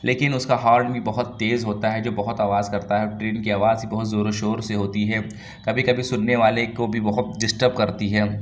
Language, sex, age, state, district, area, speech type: Urdu, male, 18-30, Uttar Pradesh, Lucknow, urban, spontaneous